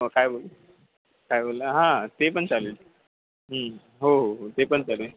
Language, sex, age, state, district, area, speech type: Marathi, male, 18-30, Maharashtra, Ratnagiri, rural, conversation